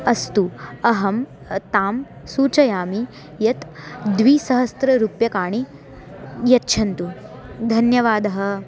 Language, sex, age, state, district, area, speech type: Sanskrit, female, 18-30, Maharashtra, Nagpur, urban, spontaneous